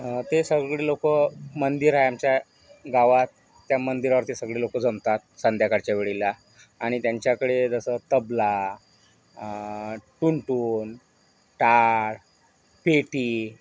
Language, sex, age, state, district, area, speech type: Marathi, male, 30-45, Maharashtra, Yavatmal, rural, spontaneous